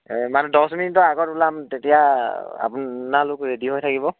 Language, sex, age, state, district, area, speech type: Assamese, male, 18-30, Assam, Dhemaji, urban, conversation